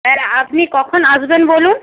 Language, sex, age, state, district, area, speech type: Bengali, female, 45-60, West Bengal, Jalpaiguri, rural, conversation